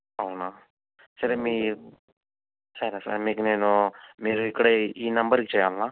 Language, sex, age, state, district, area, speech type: Telugu, male, 18-30, Andhra Pradesh, Chittoor, rural, conversation